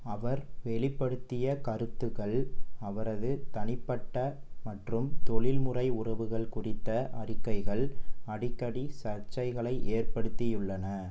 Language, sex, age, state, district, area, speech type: Tamil, male, 18-30, Tamil Nadu, Pudukkottai, rural, read